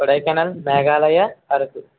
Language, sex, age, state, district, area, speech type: Telugu, male, 18-30, Andhra Pradesh, Eluru, rural, conversation